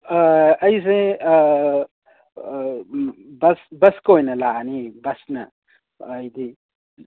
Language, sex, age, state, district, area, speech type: Manipuri, male, 30-45, Manipur, Imphal East, rural, conversation